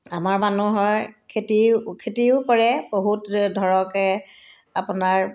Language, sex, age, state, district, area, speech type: Assamese, female, 60+, Assam, Udalguri, rural, spontaneous